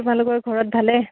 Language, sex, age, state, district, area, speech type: Assamese, female, 30-45, Assam, Udalguri, urban, conversation